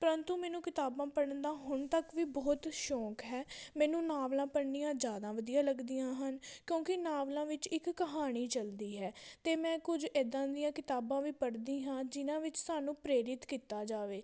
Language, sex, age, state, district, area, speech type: Punjabi, female, 18-30, Punjab, Patiala, rural, spontaneous